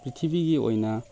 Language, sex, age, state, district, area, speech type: Manipuri, male, 30-45, Manipur, Chandel, rural, spontaneous